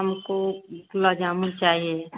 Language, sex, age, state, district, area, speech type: Hindi, female, 30-45, Uttar Pradesh, Varanasi, rural, conversation